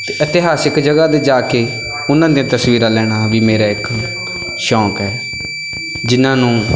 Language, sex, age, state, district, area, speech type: Punjabi, male, 18-30, Punjab, Bathinda, rural, spontaneous